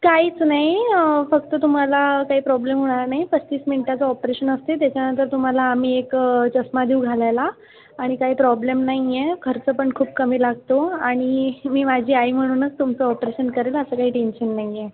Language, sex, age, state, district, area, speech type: Marathi, female, 45-60, Maharashtra, Buldhana, rural, conversation